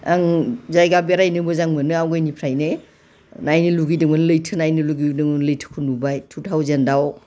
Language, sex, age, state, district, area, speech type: Bodo, female, 60+, Assam, Udalguri, urban, spontaneous